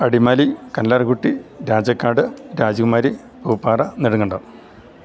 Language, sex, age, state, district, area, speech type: Malayalam, male, 45-60, Kerala, Idukki, rural, spontaneous